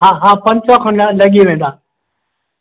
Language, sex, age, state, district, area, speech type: Sindhi, male, 60+, Madhya Pradesh, Indore, urban, conversation